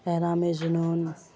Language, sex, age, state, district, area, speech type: Urdu, female, 45-60, Bihar, Khagaria, rural, spontaneous